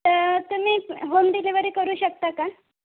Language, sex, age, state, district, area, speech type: Marathi, female, 18-30, Maharashtra, Thane, urban, conversation